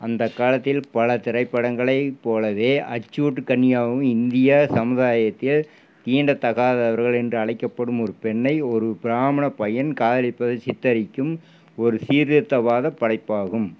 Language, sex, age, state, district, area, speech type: Tamil, male, 60+, Tamil Nadu, Erode, urban, read